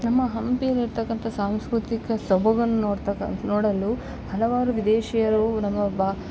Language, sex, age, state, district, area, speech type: Kannada, female, 18-30, Karnataka, Bellary, rural, spontaneous